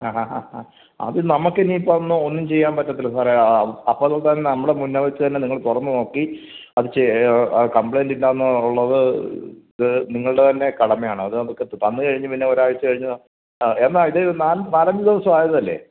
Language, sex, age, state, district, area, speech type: Malayalam, male, 45-60, Kerala, Pathanamthitta, rural, conversation